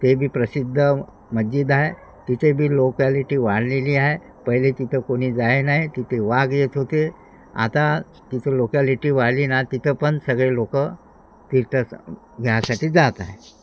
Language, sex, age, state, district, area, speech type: Marathi, male, 60+, Maharashtra, Wardha, rural, spontaneous